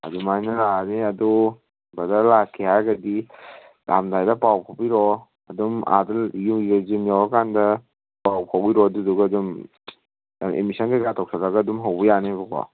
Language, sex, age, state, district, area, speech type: Manipuri, male, 18-30, Manipur, Kangpokpi, urban, conversation